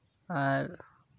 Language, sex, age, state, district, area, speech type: Santali, male, 18-30, West Bengal, Birbhum, rural, spontaneous